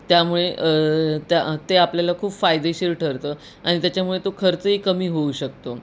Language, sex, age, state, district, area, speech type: Marathi, female, 30-45, Maharashtra, Nanded, urban, spontaneous